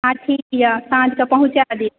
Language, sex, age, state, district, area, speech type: Maithili, female, 30-45, Bihar, Supaul, rural, conversation